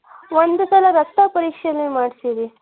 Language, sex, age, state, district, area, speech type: Kannada, female, 18-30, Karnataka, Davanagere, rural, conversation